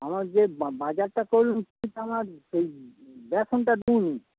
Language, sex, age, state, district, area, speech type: Bengali, male, 45-60, West Bengal, Dakshin Dinajpur, rural, conversation